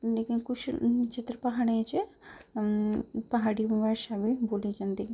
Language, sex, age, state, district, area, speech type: Dogri, female, 18-30, Jammu and Kashmir, Kathua, rural, spontaneous